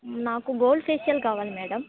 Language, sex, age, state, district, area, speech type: Telugu, female, 18-30, Telangana, Khammam, urban, conversation